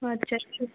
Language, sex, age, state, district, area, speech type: Bengali, female, 18-30, West Bengal, Uttar Dinajpur, urban, conversation